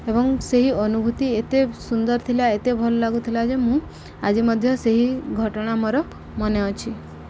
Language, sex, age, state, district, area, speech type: Odia, female, 18-30, Odisha, Subarnapur, urban, spontaneous